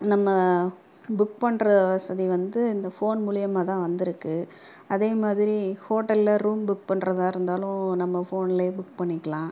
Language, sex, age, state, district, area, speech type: Tamil, female, 30-45, Tamil Nadu, Pudukkottai, urban, spontaneous